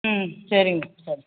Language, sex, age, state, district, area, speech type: Tamil, female, 45-60, Tamil Nadu, Tiruvannamalai, urban, conversation